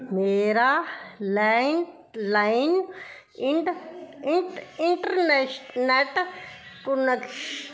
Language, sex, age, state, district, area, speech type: Punjabi, female, 45-60, Punjab, Firozpur, rural, read